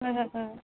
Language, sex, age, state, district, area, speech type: Assamese, female, 60+, Assam, Darrang, rural, conversation